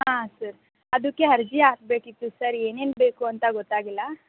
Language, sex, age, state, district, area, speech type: Kannada, female, 45-60, Karnataka, Tumkur, rural, conversation